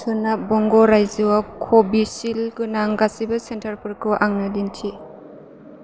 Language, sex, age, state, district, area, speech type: Bodo, female, 30-45, Assam, Chirang, urban, read